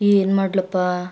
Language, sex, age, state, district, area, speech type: Kannada, female, 45-60, Karnataka, Bidar, urban, spontaneous